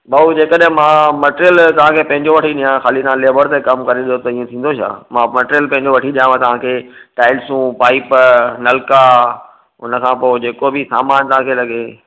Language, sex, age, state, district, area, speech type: Sindhi, male, 45-60, Maharashtra, Thane, urban, conversation